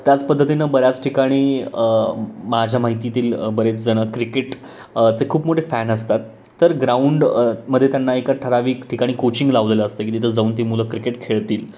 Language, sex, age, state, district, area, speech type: Marathi, male, 18-30, Maharashtra, Pune, urban, spontaneous